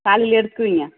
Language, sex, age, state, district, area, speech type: Tamil, female, 30-45, Tamil Nadu, Tirupattur, rural, conversation